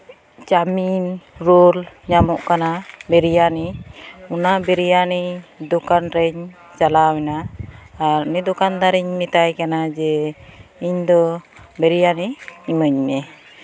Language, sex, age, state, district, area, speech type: Santali, female, 30-45, West Bengal, Malda, rural, spontaneous